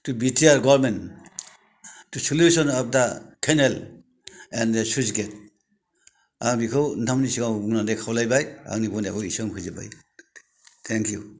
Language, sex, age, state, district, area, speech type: Bodo, male, 60+, Assam, Chirang, rural, spontaneous